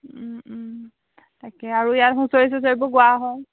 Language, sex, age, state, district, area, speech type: Assamese, female, 18-30, Assam, Jorhat, urban, conversation